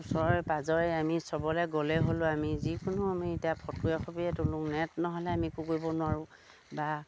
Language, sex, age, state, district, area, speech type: Assamese, female, 45-60, Assam, Dibrugarh, rural, spontaneous